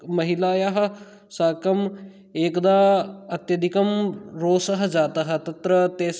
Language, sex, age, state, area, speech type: Sanskrit, male, 18-30, Rajasthan, rural, spontaneous